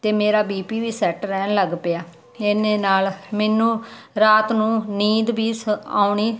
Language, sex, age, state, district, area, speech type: Punjabi, female, 30-45, Punjab, Muktsar, urban, spontaneous